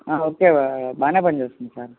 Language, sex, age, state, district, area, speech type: Telugu, male, 18-30, Andhra Pradesh, Guntur, rural, conversation